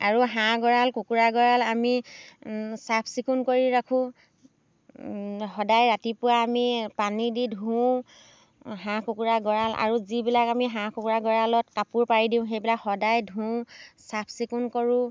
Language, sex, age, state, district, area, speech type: Assamese, female, 30-45, Assam, Dhemaji, rural, spontaneous